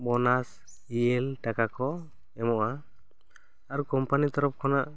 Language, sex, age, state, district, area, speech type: Santali, male, 18-30, West Bengal, Bankura, rural, spontaneous